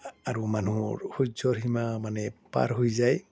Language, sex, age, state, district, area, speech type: Assamese, male, 60+, Assam, Udalguri, urban, spontaneous